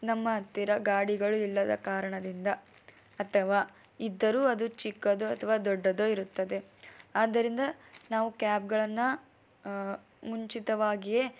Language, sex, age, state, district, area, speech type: Kannada, female, 18-30, Karnataka, Tumkur, rural, spontaneous